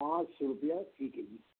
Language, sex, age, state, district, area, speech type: Urdu, male, 60+, Bihar, Khagaria, rural, conversation